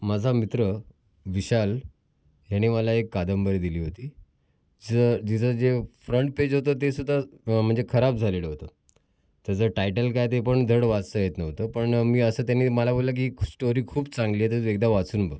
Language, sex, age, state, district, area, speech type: Marathi, male, 30-45, Maharashtra, Mumbai City, urban, spontaneous